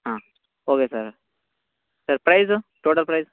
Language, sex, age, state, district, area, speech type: Kannada, male, 18-30, Karnataka, Uttara Kannada, rural, conversation